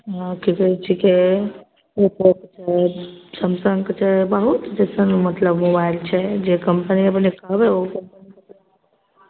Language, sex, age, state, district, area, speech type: Maithili, female, 30-45, Bihar, Begusarai, rural, conversation